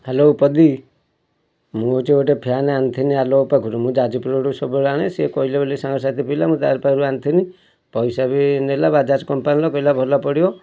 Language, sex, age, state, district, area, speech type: Odia, male, 45-60, Odisha, Kendujhar, urban, spontaneous